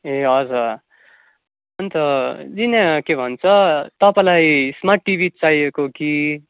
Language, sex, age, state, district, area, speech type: Nepali, male, 18-30, West Bengal, Kalimpong, urban, conversation